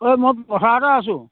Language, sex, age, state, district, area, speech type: Assamese, male, 60+, Assam, Dhemaji, rural, conversation